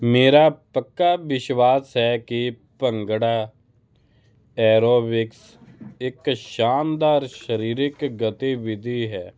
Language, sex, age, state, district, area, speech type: Punjabi, male, 30-45, Punjab, Hoshiarpur, urban, spontaneous